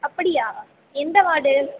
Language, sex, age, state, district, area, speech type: Tamil, female, 30-45, Tamil Nadu, Pudukkottai, rural, conversation